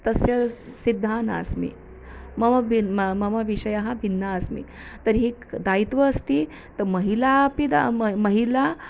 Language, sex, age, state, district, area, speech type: Sanskrit, female, 30-45, Maharashtra, Nagpur, urban, spontaneous